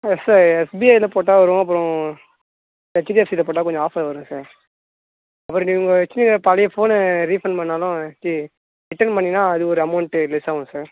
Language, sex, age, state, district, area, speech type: Tamil, male, 18-30, Tamil Nadu, Tiruvannamalai, rural, conversation